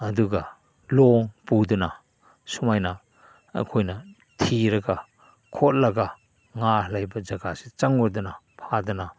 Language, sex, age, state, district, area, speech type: Manipuri, male, 60+, Manipur, Chandel, rural, spontaneous